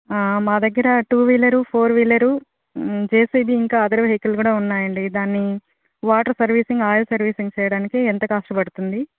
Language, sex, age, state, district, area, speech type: Telugu, female, 30-45, Andhra Pradesh, Sri Balaji, rural, conversation